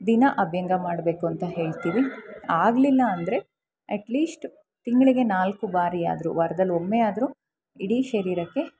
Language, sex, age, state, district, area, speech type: Kannada, female, 45-60, Karnataka, Chikkamagaluru, rural, spontaneous